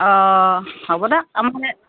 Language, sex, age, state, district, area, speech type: Assamese, female, 30-45, Assam, Nalbari, rural, conversation